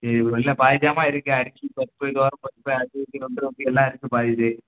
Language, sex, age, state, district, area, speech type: Tamil, male, 18-30, Tamil Nadu, Perambalur, rural, conversation